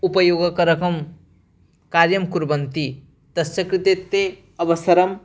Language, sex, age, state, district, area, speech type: Sanskrit, male, 18-30, Odisha, Bargarh, rural, spontaneous